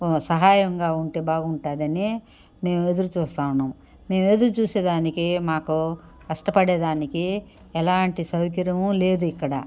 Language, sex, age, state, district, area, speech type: Telugu, female, 60+, Andhra Pradesh, Sri Balaji, urban, spontaneous